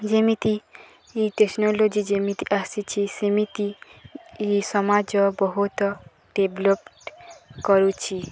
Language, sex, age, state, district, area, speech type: Odia, female, 18-30, Odisha, Nuapada, urban, spontaneous